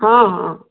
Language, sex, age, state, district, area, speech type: Odia, female, 30-45, Odisha, Ganjam, urban, conversation